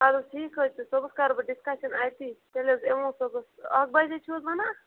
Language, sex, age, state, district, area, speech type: Kashmiri, female, 18-30, Jammu and Kashmir, Bandipora, rural, conversation